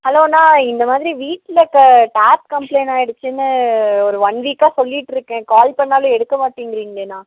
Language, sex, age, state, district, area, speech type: Tamil, female, 18-30, Tamil Nadu, Nilgiris, urban, conversation